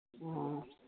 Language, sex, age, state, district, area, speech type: Manipuri, female, 60+, Manipur, Imphal West, urban, conversation